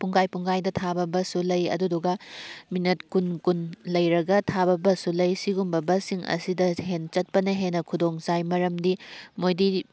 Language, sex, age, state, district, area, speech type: Manipuri, female, 18-30, Manipur, Thoubal, rural, spontaneous